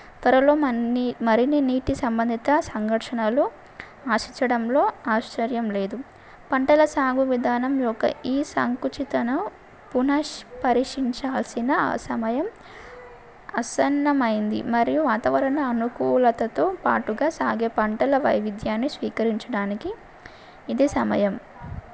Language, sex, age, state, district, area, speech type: Telugu, female, 18-30, Telangana, Mahbubnagar, urban, spontaneous